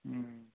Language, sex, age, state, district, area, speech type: Maithili, male, 45-60, Bihar, Araria, rural, conversation